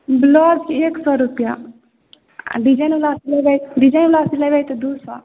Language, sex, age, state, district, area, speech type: Maithili, female, 18-30, Bihar, Begusarai, rural, conversation